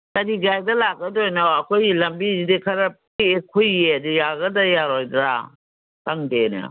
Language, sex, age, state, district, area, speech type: Manipuri, female, 60+, Manipur, Kangpokpi, urban, conversation